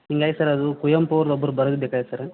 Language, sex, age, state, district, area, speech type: Kannada, male, 45-60, Karnataka, Belgaum, rural, conversation